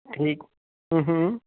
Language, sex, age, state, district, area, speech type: Punjabi, male, 45-60, Punjab, Tarn Taran, urban, conversation